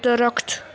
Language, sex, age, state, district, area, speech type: Urdu, female, 18-30, Uttar Pradesh, Gautam Buddha Nagar, rural, read